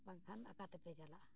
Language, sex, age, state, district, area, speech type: Santali, female, 60+, Jharkhand, Bokaro, rural, spontaneous